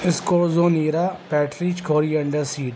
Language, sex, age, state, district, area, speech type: Urdu, male, 30-45, Delhi, North East Delhi, urban, spontaneous